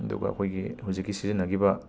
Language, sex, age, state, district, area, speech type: Manipuri, male, 18-30, Manipur, Imphal West, urban, spontaneous